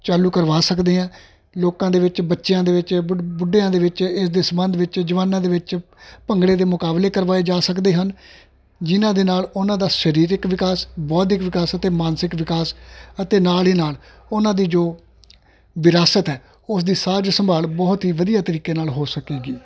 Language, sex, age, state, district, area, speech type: Punjabi, male, 45-60, Punjab, Ludhiana, urban, spontaneous